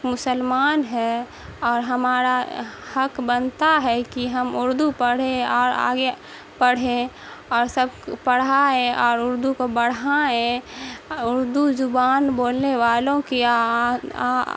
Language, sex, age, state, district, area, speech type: Urdu, female, 18-30, Bihar, Saharsa, rural, spontaneous